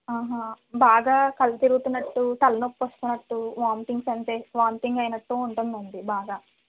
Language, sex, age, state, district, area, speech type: Telugu, female, 45-60, Andhra Pradesh, East Godavari, rural, conversation